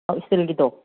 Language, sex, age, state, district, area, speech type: Manipuri, female, 45-60, Manipur, Kangpokpi, urban, conversation